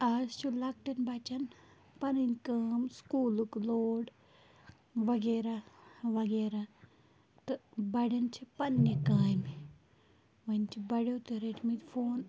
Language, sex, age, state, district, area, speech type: Kashmiri, female, 18-30, Jammu and Kashmir, Bandipora, rural, spontaneous